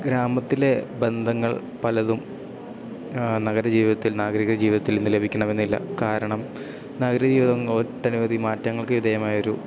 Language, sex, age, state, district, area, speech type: Malayalam, male, 18-30, Kerala, Idukki, rural, spontaneous